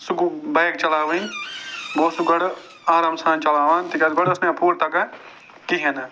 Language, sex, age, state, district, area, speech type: Kashmiri, male, 45-60, Jammu and Kashmir, Budgam, urban, spontaneous